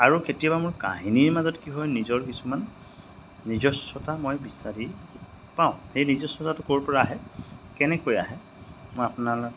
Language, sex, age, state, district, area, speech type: Assamese, male, 30-45, Assam, Majuli, urban, spontaneous